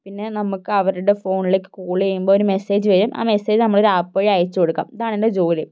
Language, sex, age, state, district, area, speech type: Malayalam, female, 30-45, Kerala, Wayanad, rural, spontaneous